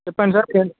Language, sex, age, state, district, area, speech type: Telugu, male, 18-30, Telangana, Bhadradri Kothagudem, urban, conversation